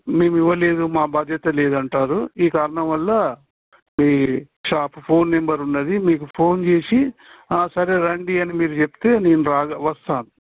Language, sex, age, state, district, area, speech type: Telugu, male, 60+, Telangana, Warangal, urban, conversation